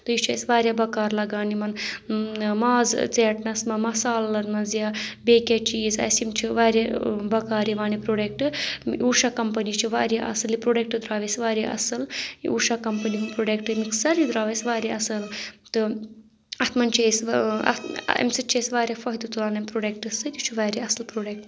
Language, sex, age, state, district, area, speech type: Kashmiri, female, 30-45, Jammu and Kashmir, Anantnag, rural, spontaneous